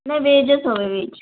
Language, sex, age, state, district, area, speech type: Marathi, female, 18-30, Maharashtra, Raigad, rural, conversation